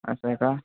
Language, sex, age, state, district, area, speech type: Marathi, male, 18-30, Maharashtra, Nanded, urban, conversation